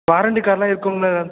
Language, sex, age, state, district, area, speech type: Tamil, male, 18-30, Tamil Nadu, Tiruvarur, rural, conversation